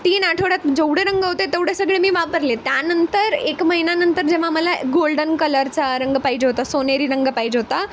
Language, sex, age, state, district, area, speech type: Marathi, female, 18-30, Maharashtra, Nanded, rural, spontaneous